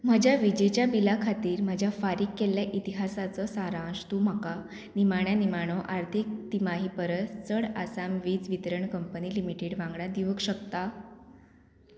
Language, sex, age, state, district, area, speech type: Goan Konkani, female, 18-30, Goa, Murmgao, urban, read